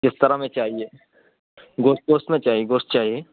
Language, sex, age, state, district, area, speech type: Urdu, male, 18-30, Uttar Pradesh, Saharanpur, urban, conversation